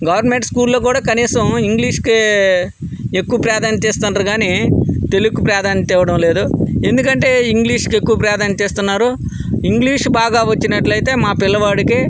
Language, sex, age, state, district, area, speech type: Telugu, male, 45-60, Andhra Pradesh, Vizianagaram, rural, spontaneous